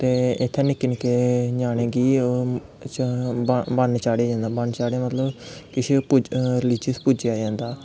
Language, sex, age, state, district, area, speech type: Dogri, male, 18-30, Jammu and Kashmir, Kathua, rural, spontaneous